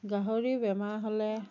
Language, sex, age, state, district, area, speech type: Assamese, female, 45-60, Assam, Dhemaji, rural, spontaneous